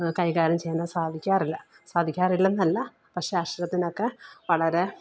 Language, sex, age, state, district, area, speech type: Malayalam, female, 45-60, Kerala, Alappuzha, rural, spontaneous